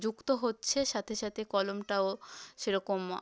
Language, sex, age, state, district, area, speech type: Bengali, female, 18-30, West Bengal, South 24 Parganas, rural, spontaneous